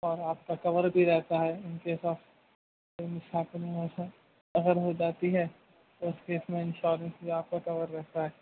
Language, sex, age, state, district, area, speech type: Urdu, male, 30-45, Uttar Pradesh, Rampur, urban, conversation